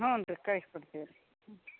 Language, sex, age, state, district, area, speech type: Kannada, female, 60+, Karnataka, Gadag, rural, conversation